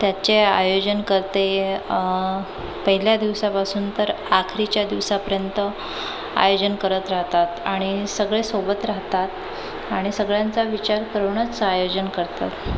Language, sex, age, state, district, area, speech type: Marathi, female, 30-45, Maharashtra, Nagpur, urban, spontaneous